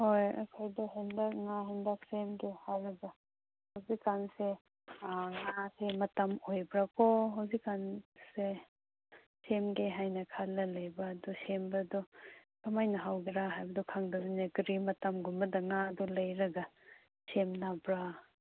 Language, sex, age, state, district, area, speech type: Manipuri, female, 18-30, Manipur, Kangpokpi, urban, conversation